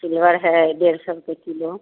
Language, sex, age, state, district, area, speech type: Hindi, female, 45-60, Bihar, Begusarai, rural, conversation